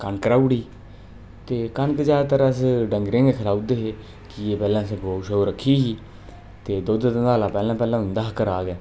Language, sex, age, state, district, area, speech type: Dogri, male, 30-45, Jammu and Kashmir, Udhampur, rural, spontaneous